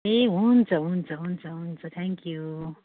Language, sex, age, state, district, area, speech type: Nepali, female, 45-60, West Bengal, Darjeeling, rural, conversation